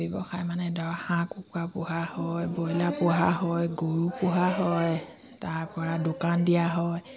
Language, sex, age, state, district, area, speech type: Assamese, female, 45-60, Assam, Dibrugarh, rural, spontaneous